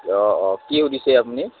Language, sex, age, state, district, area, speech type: Assamese, male, 18-30, Assam, Udalguri, urban, conversation